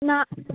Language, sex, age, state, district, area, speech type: Goan Konkani, female, 18-30, Goa, Bardez, rural, conversation